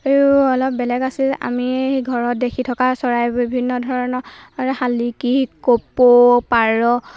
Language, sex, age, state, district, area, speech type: Assamese, female, 18-30, Assam, Golaghat, urban, spontaneous